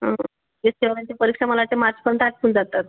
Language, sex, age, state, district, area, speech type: Marathi, female, 30-45, Maharashtra, Wardha, urban, conversation